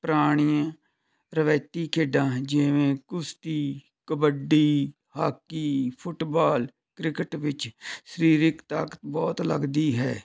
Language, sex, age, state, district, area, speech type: Punjabi, male, 45-60, Punjab, Tarn Taran, rural, spontaneous